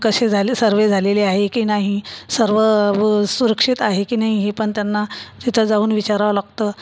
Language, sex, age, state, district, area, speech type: Marathi, female, 45-60, Maharashtra, Buldhana, rural, spontaneous